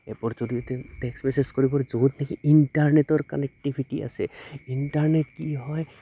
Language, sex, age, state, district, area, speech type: Assamese, male, 18-30, Assam, Goalpara, rural, spontaneous